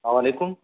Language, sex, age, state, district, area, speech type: Urdu, male, 18-30, Uttar Pradesh, Saharanpur, urban, conversation